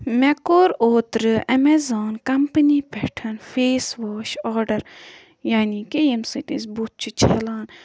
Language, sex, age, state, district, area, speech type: Kashmiri, female, 18-30, Jammu and Kashmir, Budgam, rural, spontaneous